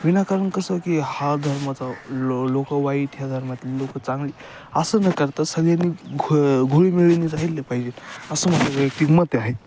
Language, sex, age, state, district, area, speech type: Marathi, male, 18-30, Maharashtra, Ahmednagar, rural, spontaneous